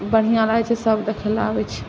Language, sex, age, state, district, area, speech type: Maithili, female, 18-30, Bihar, Saharsa, urban, spontaneous